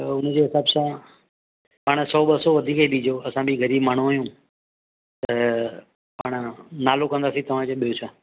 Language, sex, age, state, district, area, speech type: Sindhi, male, 45-60, Maharashtra, Mumbai Suburban, urban, conversation